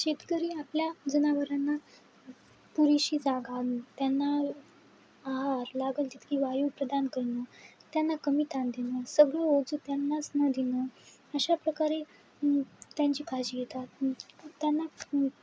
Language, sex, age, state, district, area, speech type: Marathi, female, 18-30, Maharashtra, Nanded, rural, spontaneous